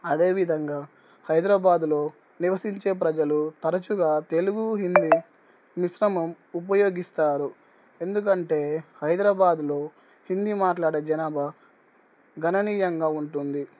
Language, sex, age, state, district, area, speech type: Telugu, male, 18-30, Telangana, Nizamabad, urban, spontaneous